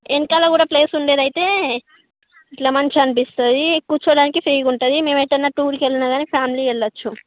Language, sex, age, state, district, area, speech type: Telugu, female, 60+, Andhra Pradesh, Srikakulam, urban, conversation